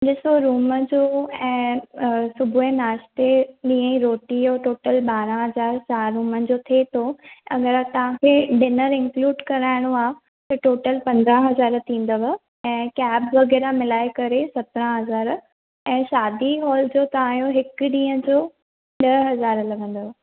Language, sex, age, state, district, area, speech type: Sindhi, female, 18-30, Maharashtra, Thane, urban, conversation